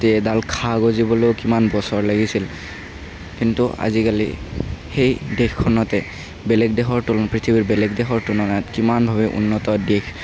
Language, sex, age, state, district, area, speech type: Assamese, male, 18-30, Assam, Kamrup Metropolitan, urban, spontaneous